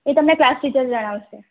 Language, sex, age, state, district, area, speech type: Gujarati, female, 30-45, Gujarat, Anand, rural, conversation